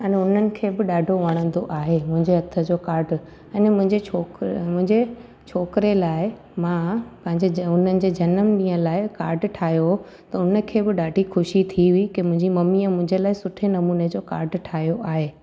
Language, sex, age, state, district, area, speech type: Sindhi, female, 18-30, Gujarat, Junagadh, urban, spontaneous